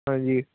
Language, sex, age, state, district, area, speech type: Punjabi, male, 18-30, Punjab, Patiala, urban, conversation